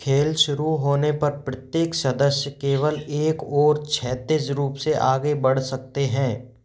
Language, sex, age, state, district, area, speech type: Hindi, male, 30-45, Rajasthan, Jaipur, urban, read